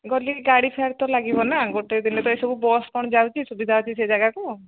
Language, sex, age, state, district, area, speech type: Odia, female, 45-60, Odisha, Angul, rural, conversation